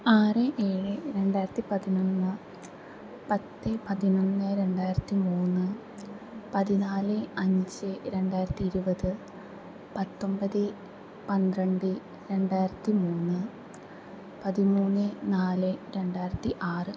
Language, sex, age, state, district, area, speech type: Malayalam, female, 18-30, Kerala, Thrissur, urban, spontaneous